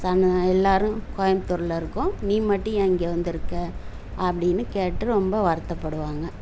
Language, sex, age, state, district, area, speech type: Tamil, female, 60+, Tamil Nadu, Coimbatore, rural, spontaneous